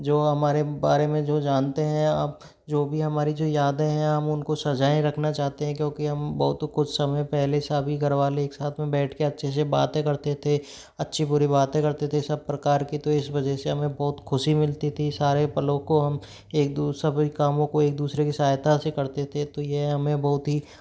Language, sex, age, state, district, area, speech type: Hindi, male, 45-60, Rajasthan, Karauli, rural, spontaneous